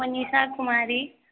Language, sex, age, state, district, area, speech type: Maithili, female, 18-30, Bihar, Sitamarhi, urban, conversation